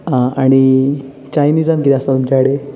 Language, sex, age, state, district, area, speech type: Goan Konkani, male, 18-30, Goa, Bardez, urban, spontaneous